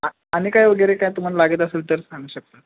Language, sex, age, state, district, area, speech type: Marathi, male, 18-30, Maharashtra, Kolhapur, urban, conversation